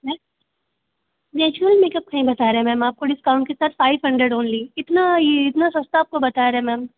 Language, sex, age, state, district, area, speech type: Hindi, female, 18-30, Uttar Pradesh, Bhadohi, rural, conversation